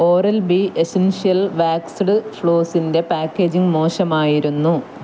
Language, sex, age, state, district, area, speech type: Malayalam, female, 30-45, Kerala, Kasaragod, rural, read